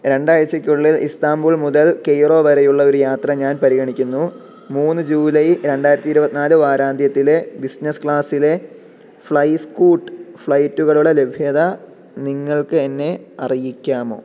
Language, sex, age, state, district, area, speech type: Malayalam, male, 18-30, Kerala, Idukki, rural, read